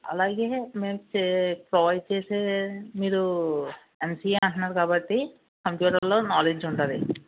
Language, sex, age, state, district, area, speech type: Telugu, male, 60+, Andhra Pradesh, West Godavari, rural, conversation